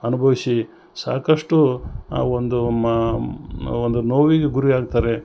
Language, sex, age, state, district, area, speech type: Kannada, male, 60+, Karnataka, Gulbarga, urban, spontaneous